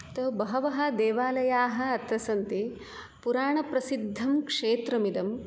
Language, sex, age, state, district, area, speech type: Sanskrit, female, 45-60, Karnataka, Udupi, rural, spontaneous